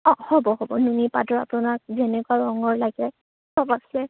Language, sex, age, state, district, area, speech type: Assamese, female, 18-30, Assam, Morigaon, rural, conversation